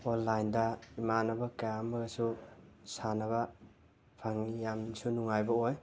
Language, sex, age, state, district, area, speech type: Manipuri, male, 30-45, Manipur, Imphal West, rural, spontaneous